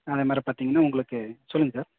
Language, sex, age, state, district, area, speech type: Tamil, male, 30-45, Tamil Nadu, Virudhunagar, rural, conversation